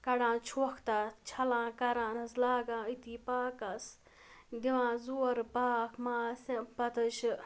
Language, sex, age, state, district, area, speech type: Kashmiri, female, 18-30, Jammu and Kashmir, Ganderbal, rural, spontaneous